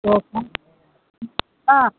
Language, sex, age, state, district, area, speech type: Urdu, male, 45-60, Bihar, Supaul, rural, conversation